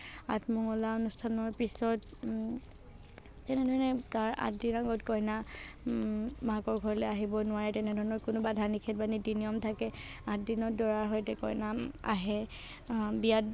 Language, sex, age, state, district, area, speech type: Assamese, female, 18-30, Assam, Nagaon, rural, spontaneous